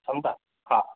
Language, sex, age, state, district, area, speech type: Sindhi, male, 18-30, Gujarat, Kutch, rural, conversation